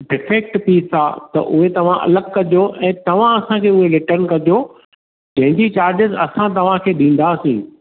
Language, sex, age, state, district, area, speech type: Sindhi, male, 45-60, Maharashtra, Thane, urban, conversation